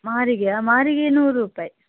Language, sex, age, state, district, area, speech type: Kannada, female, 30-45, Karnataka, Udupi, rural, conversation